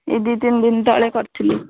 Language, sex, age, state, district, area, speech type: Odia, female, 30-45, Odisha, Bhadrak, rural, conversation